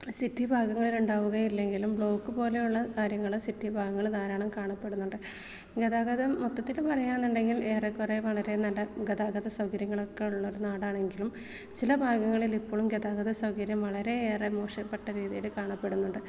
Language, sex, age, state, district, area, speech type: Malayalam, female, 18-30, Kerala, Malappuram, rural, spontaneous